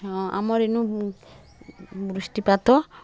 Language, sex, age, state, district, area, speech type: Odia, female, 30-45, Odisha, Bargarh, urban, spontaneous